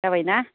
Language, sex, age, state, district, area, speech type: Bodo, female, 45-60, Assam, Kokrajhar, urban, conversation